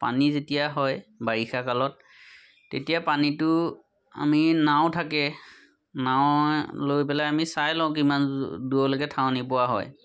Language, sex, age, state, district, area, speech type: Assamese, male, 30-45, Assam, Majuli, urban, spontaneous